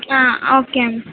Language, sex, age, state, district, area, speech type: Tamil, female, 18-30, Tamil Nadu, Sivaganga, rural, conversation